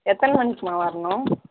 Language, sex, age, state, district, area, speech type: Tamil, female, 18-30, Tamil Nadu, Ranipet, rural, conversation